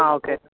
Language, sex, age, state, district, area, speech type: Goan Konkani, male, 18-30, Goa, Bardez, rural, conversation